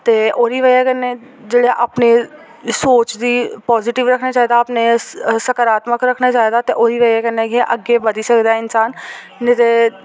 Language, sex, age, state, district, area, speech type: Dogri, female, 18-30, Jammu and Kashmir, Jammu, rural, spontaneous